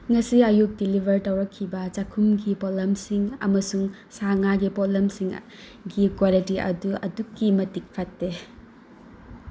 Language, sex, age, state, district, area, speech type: Manipuri, female, 30-45, Manipur, Tengnoupal, rural, read